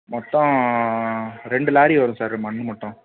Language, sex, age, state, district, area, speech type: Tamil, male, 18-30, Tamil Nadu, Thanjavur, rural, conversation